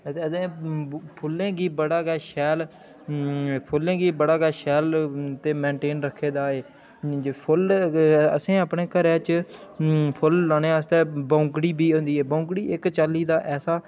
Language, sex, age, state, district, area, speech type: Dogri, male, 18-30, Jammu and Kashmir, Udhampur, rural, spontaneous